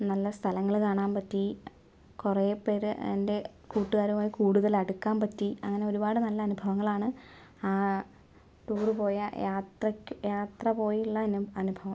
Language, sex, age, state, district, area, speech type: Malayalam, female, 30-45, Kerala, Palakkad, rural, spontaneous